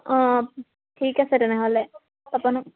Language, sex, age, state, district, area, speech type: Assamese, female, 18-30, Assam, Sivasagar, rural, conversation